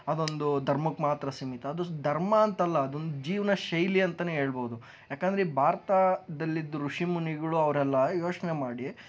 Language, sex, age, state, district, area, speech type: Kannada, male, 60+, Karnataka, Tumkur, rural, spontaneous